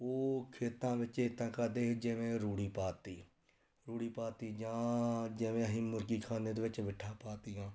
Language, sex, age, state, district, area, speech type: Punjabi, male, 30-45, Punjab, Tarn Taran, rural, spontaneous